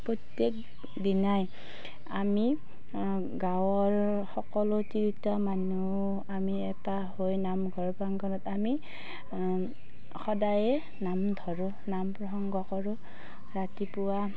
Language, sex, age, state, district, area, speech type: Assamese, female, 30-45, Assam, Darrang, rural, spontaneous